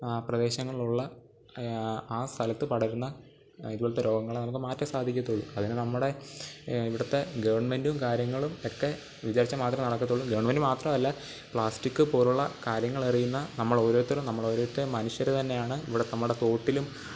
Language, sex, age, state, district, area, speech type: Malayalam, male, 18-30, Kerala, Pathanamthitta, rural, spontaneous